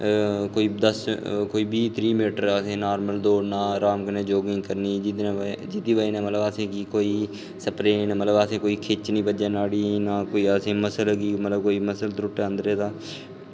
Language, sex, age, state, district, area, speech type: Dogri, male, 18-30, Jammu and Kashmir, Kathua, rural, spontaneous